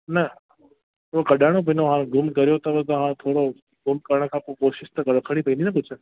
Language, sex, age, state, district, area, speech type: Sindhi, male, 30-45, Rajasthan, Ajmer, urban, conversation